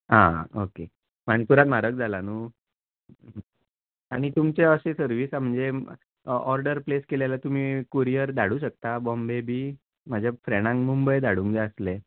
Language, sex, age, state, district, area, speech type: Goan Konkani, male, 30-45, Goa, Bardez, rural, conversation